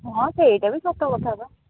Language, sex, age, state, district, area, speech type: Odia, female, 30-45, Odisha, Jagatsinghpur, rural, conversation